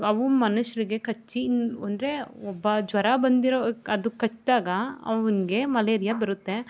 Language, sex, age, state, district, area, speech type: Kannada, female, 18-30, Karnataka, Mandya, rural, spontaneous